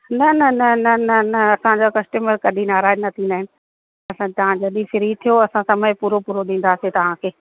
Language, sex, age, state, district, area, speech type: Sindhi, female, 30-45, Madhya Pradesh, Katni, urban, conversation